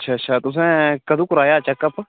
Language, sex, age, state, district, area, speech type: Dogri, male, 18-30, Jammu and Kashmir, Udhampur, urban, conversation